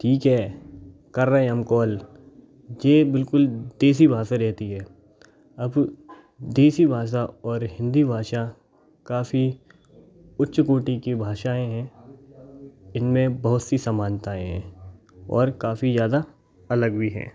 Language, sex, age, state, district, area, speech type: Hindi, male, 18-30, Madhya Pradesh, Gwalior, rural, spontaneous